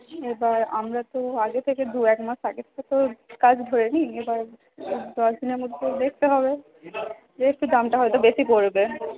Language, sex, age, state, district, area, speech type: Bengali, female, 18-30, West Bengal, Purba Bardhaman, rural, conversation